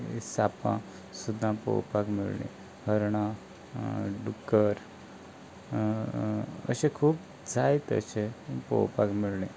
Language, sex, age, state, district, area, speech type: Goan Konkani, male, 18-30, Goa, Canacona, rural, spontaneous